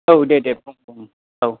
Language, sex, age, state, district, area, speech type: Bodo, male, 30-45, Assam, Kokrajhar, rural, conversation